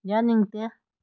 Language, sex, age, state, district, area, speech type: Manipuri, female, 30-45, Manipur, Kakching, rural, read